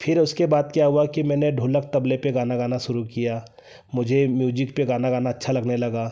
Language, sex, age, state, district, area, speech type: Hindi, male, 30-45, Madhya Pradesh, Betul, urban, spontaneous